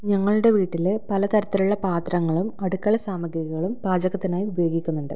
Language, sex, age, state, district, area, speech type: Malayalam, female, 30-45, Kerala, Kannur, rural, spontaneous